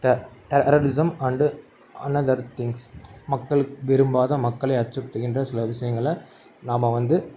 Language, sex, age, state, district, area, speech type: Tamil, male, 18-30, Tamil Nadu, Madurai, urban, spontaneous